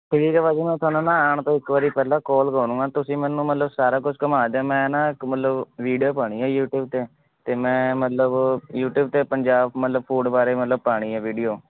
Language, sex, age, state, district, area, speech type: Punjabi, male, 18-30, Punjab, Shaheed Bhagat Singh Nagar, urban, conversation